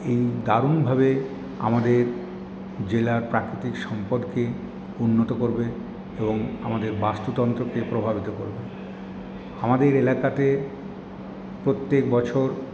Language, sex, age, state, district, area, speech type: Bengali, male, 60+, West Bengal, Paschim Bardhaman, urban, spontaneous